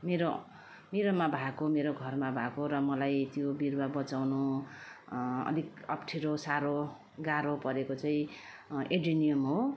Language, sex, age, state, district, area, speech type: Nepali, female, 45-60, West Bengal, Darjeeling, rural, spontaneous